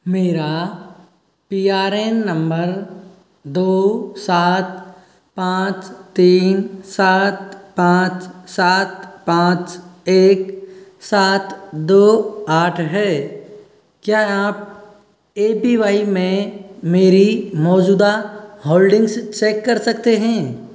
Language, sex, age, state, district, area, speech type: Hindi, male, 18-30, Rajasthan, Karauli, rural, read